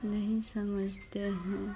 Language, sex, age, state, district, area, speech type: Hindi, female, 45-60, Bihar, Madhepura, rural, spontaneous